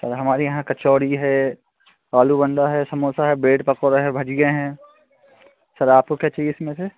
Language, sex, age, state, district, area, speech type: Hindi, male, 18-30, Madhya Pradesh, Seoni, urban, conversation